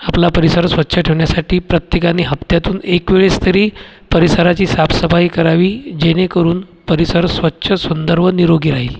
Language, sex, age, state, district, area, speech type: Marathi, male, 45-60, Maharashtra, Buldhana, urban, spontaneous